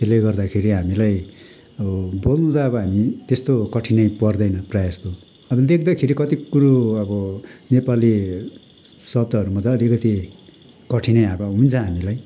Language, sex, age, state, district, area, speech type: Nepali, male, 45-60, West Bengal, Kalimpong, rural, spontaneous